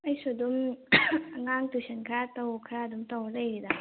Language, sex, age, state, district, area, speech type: Manipuri, female, 30-45, Manipur, Tengnoupal, rural, conversation